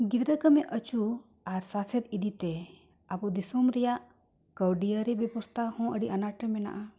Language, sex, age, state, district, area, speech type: Santali, female, 45-60, Jharkhand, Bokaro, rural, spontaneous